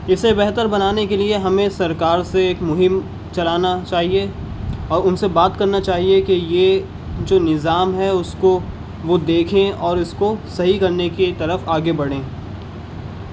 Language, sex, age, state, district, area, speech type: Urdu, male, 18-30, Uttar Pradesh, Rampur, urban, spontaneous